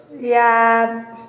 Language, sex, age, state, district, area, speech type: Hindi, female, 60+, Bihar, Samastipur, urban, spontaneous